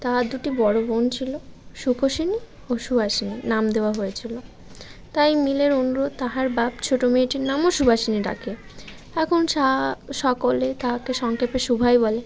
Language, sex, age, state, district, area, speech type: Bengali, female, 18-30, West Bengal, Birbhum, urban, spontaneous